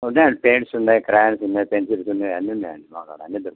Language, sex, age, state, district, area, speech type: Telugu, male, 45-60, Telangana, Peddapalli, rural, conversation